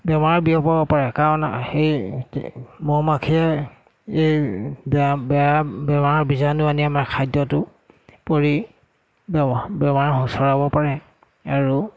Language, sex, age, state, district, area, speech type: Assamese, male, 60+, Assam, Golaghat, rural, spontaneous